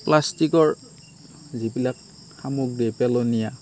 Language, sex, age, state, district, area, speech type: Assamese, male, 30-45, Assam, Darrang, rural, spontaneous